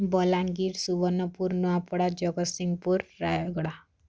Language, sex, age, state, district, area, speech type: Odia, female, 18-30, Odisha, Kalahandi, rural, spontaneous